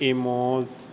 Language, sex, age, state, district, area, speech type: Punjabi, male, 30-45, Punjab, Fazilka, rural, spontaneous